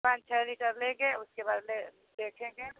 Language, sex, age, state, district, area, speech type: Hindi, female, 60+, Uttar Pradesh, Mau, rural, conversation